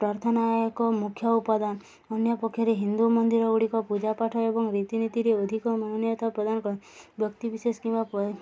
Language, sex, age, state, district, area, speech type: Odia, female, 18-30, Odisha, Subarnapur, urban, spontaneous